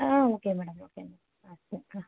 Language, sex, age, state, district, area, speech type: Tamil, female, 30-45, Tamil Nadu, Thoothukudi, urban, conversation